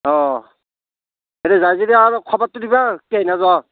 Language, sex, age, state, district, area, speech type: Assamese, male, 45-60, Assam, Nalbari, rural, conversation